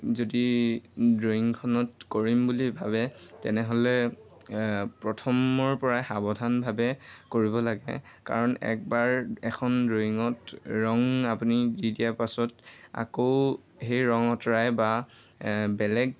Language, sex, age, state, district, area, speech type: Assamese, male, 18-30, Assam, Lakhimpur, rural, spontaneous